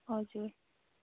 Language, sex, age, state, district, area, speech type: Nepali, female, 18-30, West Bengal, Darjeeling, rural, conversation